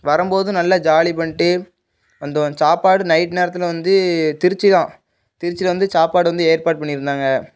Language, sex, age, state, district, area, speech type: Tamil, male, 18-30, Tamil Nadu, Thoothukudi, urban, spontaneous